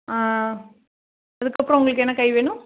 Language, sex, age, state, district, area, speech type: Tamil, female, 18-30, Tamil Nadu, Namakkal, rural, conversation